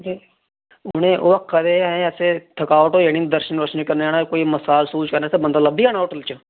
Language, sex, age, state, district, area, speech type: Dogri, male, 18-30, Jammu and Kashmir, Reasi, urban, conversation